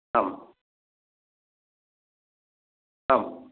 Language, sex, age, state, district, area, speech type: Sanskrit, male, 30-45, Karnataka, Uttara Kannada, rural, conversation